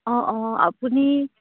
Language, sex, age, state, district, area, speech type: Assamese, female, 18-30, Assam, Dibrugarh, urban, conversation